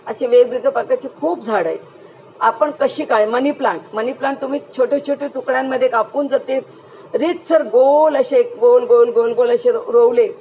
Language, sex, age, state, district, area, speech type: Marathi, female, 60+, Maharashtra, Mumbai Suburban, urban, spontaneous